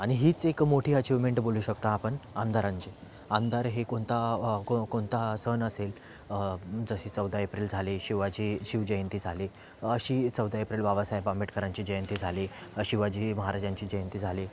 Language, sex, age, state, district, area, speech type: Marathi, male, 18-30, Maharashtra, Thane, urban, spontaneous